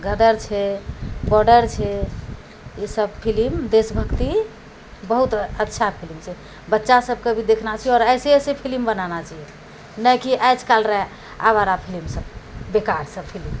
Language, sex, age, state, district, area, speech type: Maithili, female, 45-60, Bihar, Purnia, urban, spontaneous